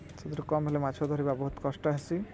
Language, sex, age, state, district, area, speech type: Odia, male, 45-60, Odisha, Balangir, urban, spontaneous